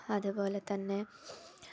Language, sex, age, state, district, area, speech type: Malayalam, female, 18-30, Kerala, Thiruvananthapuram, rural, spontaneous